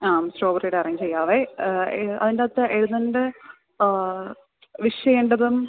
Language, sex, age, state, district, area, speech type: Malayalam, female, 30-45, Kerala, Idukki, rural, conversation